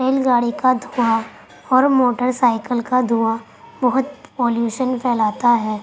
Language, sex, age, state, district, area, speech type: Urdu, female, 18-30, Delhi, Central Delhi, urban, spontaneous